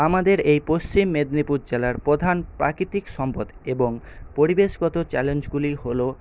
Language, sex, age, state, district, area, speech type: Bengali, male, 18-30, West Bengal, Paschim Medinipur, rural, spontaneous